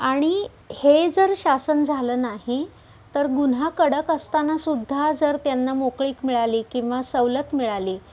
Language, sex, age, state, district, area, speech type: Marathi, female, 45-60, Maharashtra, Pune, urban, spontaneous